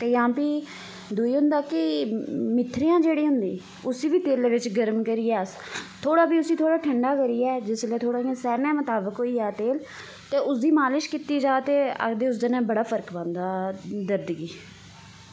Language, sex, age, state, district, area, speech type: Dogri, female, 30-45, Jammu and Kashmir, Udhampur, rural, spontaneous